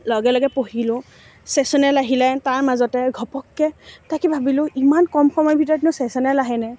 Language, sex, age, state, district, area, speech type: Assamese, female, 18-30, Assam, Morigaon, rural, spontaneous